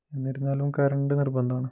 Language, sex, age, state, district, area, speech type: Malayalam, male, 18-30, Kerala, Wayanad, rural, spontaneous